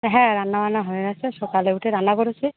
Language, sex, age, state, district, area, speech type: Bengali, female, 18-30, West Bengal, Uttar Dinajpur, urban, conversation